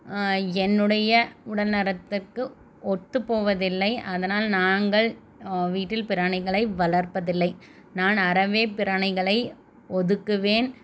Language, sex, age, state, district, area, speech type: Tamil, female, 30-45, Tamil Nadu, Krishnagiri, rural, spontaneous